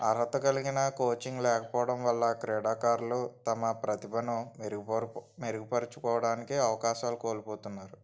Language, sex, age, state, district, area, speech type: Telugu, male, 18-30, Andhra Pradesh, N T Rama Rao, urban, spontaneous